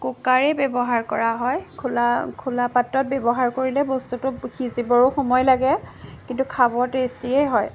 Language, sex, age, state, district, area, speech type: Assamese, female, 30-45, Assam, Jorhat, rural, spontaneous